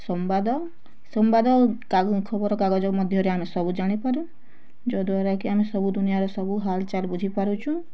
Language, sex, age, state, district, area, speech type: Odia, female, 18-30, Odisha, Bargarh, rural, spontaneous